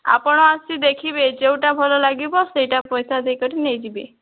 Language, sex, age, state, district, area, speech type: Odia, female, 18-30, Odisha, Boudh, rural, conversation